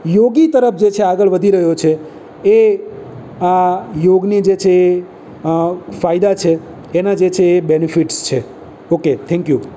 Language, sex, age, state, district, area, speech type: Gujarati, male, 30-45, Gujarat, Surat, urban, spontaneous